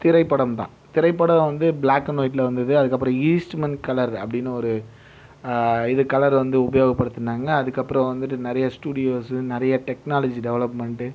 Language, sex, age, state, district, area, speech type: Tamil, male, 30-45, Tamil Nadu, Viluppuram, urban, spontaneous